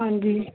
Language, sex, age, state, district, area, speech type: Punjabi, male, 18-30, Punjab, Ludhiana, urban, conversation